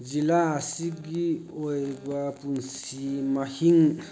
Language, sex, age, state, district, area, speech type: Manipuri, male, 30-45, Manipur, Thoubal, rural, spontaneous